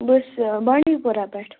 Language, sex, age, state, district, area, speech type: Kashmiri, female, 18-30, Jammu and Kashmir, Bandipora, rural, conversation